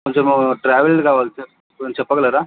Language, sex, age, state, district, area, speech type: Telugu, male, 30-45, Andhra Pradesh, Kadapa, rural, conversation